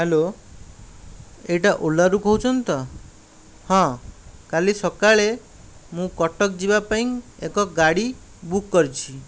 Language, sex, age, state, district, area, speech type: Odia, male, 45-60, Odisha, Khordha, rural, spontaneous